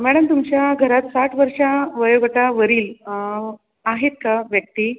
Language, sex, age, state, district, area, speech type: Marathi, female, 18-30, Maharashtra, Buldhana, rural, conversation